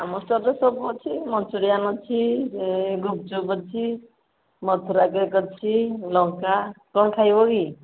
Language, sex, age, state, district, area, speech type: Odia, female, 45-60, Odisha, Angul, rural, conversation